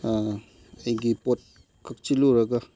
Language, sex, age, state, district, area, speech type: Manipuri, male, 18-30, Manipur, Chandel, rural, spontaneous